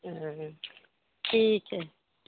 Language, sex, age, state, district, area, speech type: Urdu, female, 30-45, Bihar, Madhubani, rural, conversation